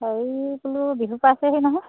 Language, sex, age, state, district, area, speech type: Assamese, female, 30-45, Assam, Charaideo, rural, conversation